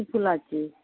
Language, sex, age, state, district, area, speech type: Bengali, female, 60+, West Bengal, Dakshin Dinajpur, rural, conversation